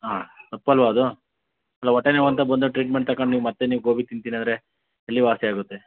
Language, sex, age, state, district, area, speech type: Kannada, male, 30-45, Karnataka, Mandya, rural, conversation